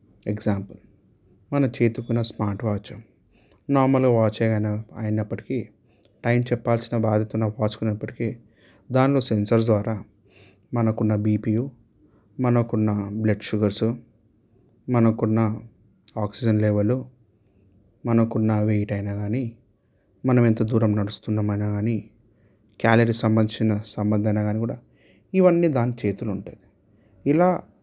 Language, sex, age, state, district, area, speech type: Telugu, male, 18-30, Telangana, Hyderabad, urban, spontaneous